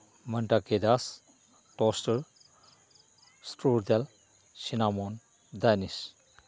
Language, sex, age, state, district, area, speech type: Manipuri, male, 60+, Manipur, Chandel, rural, spontaneous